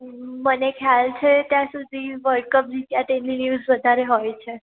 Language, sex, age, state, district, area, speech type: Gujarati, female, 18-30, Gujarat, Surat, urban, conversation